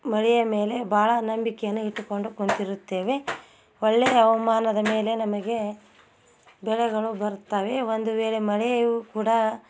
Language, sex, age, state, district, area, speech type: Kannada, female, 45-60, Karnataka, Gadag, rural, spontaneous